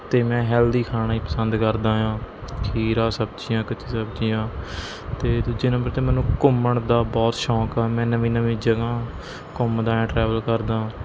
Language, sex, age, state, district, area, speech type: Punjabi, male, 18-30, Punjab, Mohali, rural, spontaneous